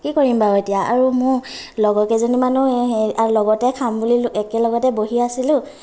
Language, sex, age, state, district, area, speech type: Assamese, female, 18-30, Assam, Lakhimpur, rural, spontaneous